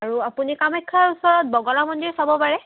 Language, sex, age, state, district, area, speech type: Assamese, female, 18-30, Assam, Kamrup Metropolitan, urban, conversation